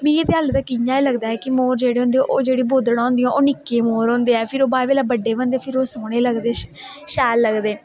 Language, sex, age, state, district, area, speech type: Dogri, female, 18-30, Jammu and Kashmir, Kathua, rural, spontaneous